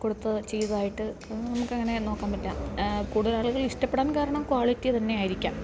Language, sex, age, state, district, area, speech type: Malayalam, female, 30-45, Kerala, Idukki, rural, spontaneous